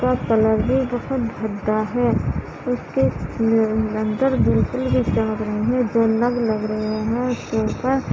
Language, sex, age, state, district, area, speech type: Urdu, female, 18-30, Uttar Pradesh, Gautam Buddha Nagar, urban, spontaneous